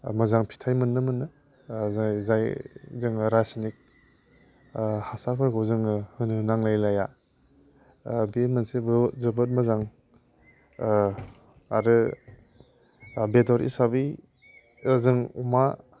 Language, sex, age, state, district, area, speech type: Bodo, male, 30-45, Assam, Udalguri, urban, spontaneous